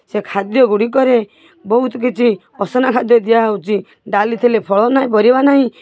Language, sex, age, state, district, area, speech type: Odia, female, 45-60, Odisha, Balasore, rural, spontaneous